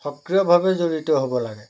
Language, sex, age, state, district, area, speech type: Assamese, male, 45-60, Assam, Jorhat, urban, spontaneous